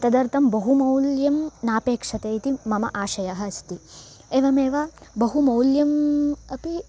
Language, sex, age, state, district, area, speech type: Sanskrit, female, 18-30, Karnataka, Hassan, rural, spontaneous